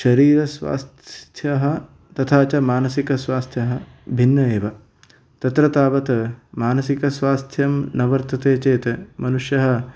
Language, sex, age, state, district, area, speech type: Sanskrit, male, 30-45, Karnataka, Uttara Kannada, urban, spontaneous